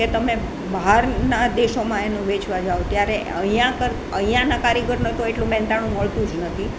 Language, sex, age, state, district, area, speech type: Gujarati, female, 60+, Gujarat, Rajkot, urban, spontaneous